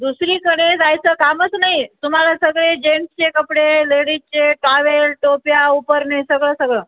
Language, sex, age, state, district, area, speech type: Marathi, female, 45-60, Maharashtra, Nanded, urban, conversation